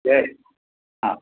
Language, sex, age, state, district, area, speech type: Sindhi, male, 60+, Maharashtra, Mumbai Suburban, urban, conversation